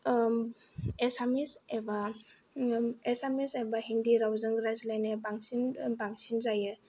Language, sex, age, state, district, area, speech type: Bodo, female, 18-30, Assam, Kokrajhar, rural, spontaneous